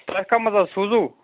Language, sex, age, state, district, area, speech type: Kashmiri, male, 18-30, Jammu and Kashmir, Budgam, rural, conversation